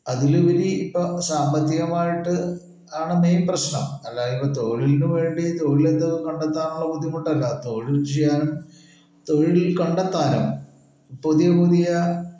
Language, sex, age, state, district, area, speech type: Malayalam, male, 60+, Kerala, Palakkad, rural, spontaneous